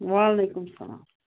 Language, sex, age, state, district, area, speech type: Kashmiri, female, 18-30, Jammu and Kashmir, Baramulla, rural, conversation